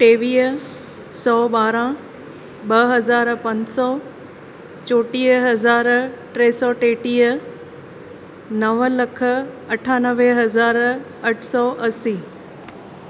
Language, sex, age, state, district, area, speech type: Sindhi, female, 30-45, Maharashtra, Thane, urban, spontaneous